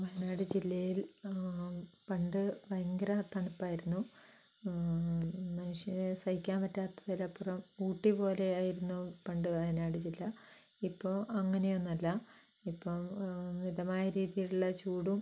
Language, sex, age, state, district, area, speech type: Malayalam, female, 60+, Kerala, Wayanad, rural, spontaneous